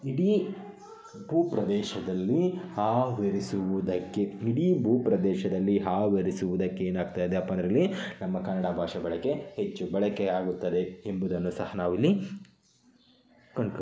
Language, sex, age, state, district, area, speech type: Kannada, male, 30-45, Karnataka, Chitradurga, rural, spontaneous